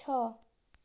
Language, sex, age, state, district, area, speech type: Odia, female, 18-30, Odisha, Balasore, rural, read